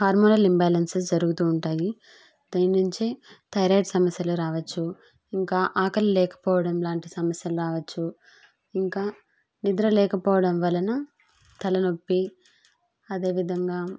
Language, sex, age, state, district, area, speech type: Telugu, female, 18-30, Andhra Pradesh, Kadapa, rural, spontaneous